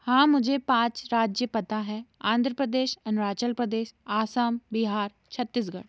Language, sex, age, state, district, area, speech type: Hindi, female, 30-45, Madhya Pradesh, Jabalpur, urban, spontaneous